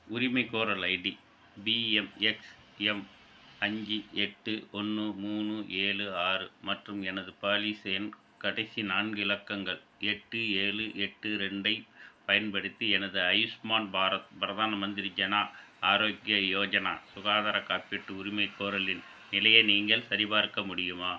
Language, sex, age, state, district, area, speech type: Tamil, male, 60+, Tamil Nadu, Tiruchirappalli, rural, read